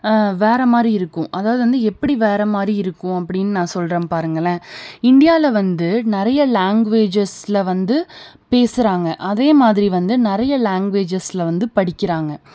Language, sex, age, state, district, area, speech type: Tamil, female, 18-30, Tamil Nadu, Tiruppur, urban, spontaneous